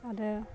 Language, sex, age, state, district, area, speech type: Bodo, female, 18-30, Assam, Udalguri, urban, spontaneous